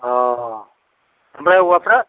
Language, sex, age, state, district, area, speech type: Bodo, male, 60+, Assam, Kokrajhar, rural, conversation